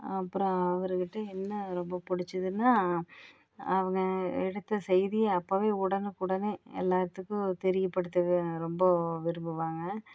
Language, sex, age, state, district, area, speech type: Tamil, female, 30-45, Tamil Nadu, Tiruppur, rural, spontaneous